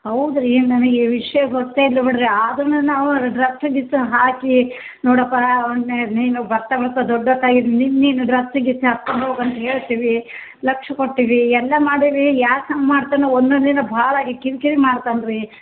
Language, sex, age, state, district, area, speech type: Kannada, female, 60+, Karnataka, Gulbarga, urban, conversation